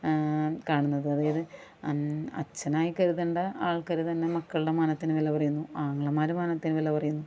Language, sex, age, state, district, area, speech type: Malayalam, female, 30-45, Kerala, Ernakulam, rural, spontaneous